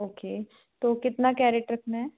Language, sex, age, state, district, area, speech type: Hindi, female, 30-45, Madhya Pradesh, Jabalpur, urban, conversation